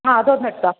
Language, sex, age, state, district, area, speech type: Malayalam, female, 30-45, Kerala, Kannur, rural, conversation